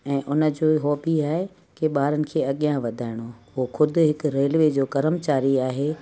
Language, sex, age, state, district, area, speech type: Sindhi, female, 45-60, Gujarat, Kutch, urban, spontaneous